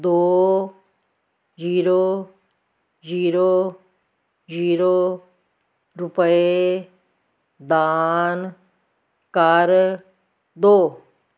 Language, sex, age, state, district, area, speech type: Punjabi, female, 60+, Punjab, Fazilka, rural, read